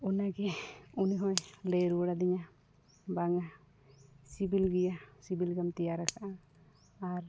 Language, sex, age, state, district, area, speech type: Santali, female, 45-60, Jharkhand, East Singhbhum, rural, spontaneous